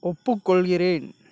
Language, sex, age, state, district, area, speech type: Tamil, male, 30-45, Tamil Nadu, Tiruchirappalli, rural, read